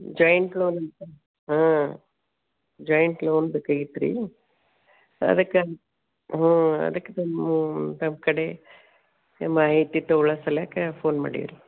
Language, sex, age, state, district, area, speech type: Kannada, female, 60+, Karnataka, Gulbarga, urban, conversation